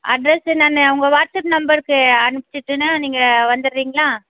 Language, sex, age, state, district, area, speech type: Tamil, female, 30-45, Tamil Nadu, Erode, rural, conversation